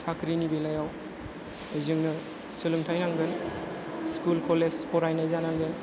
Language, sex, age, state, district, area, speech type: Bodo, female, 30-45, Assam, Chirang, rural, spontaneous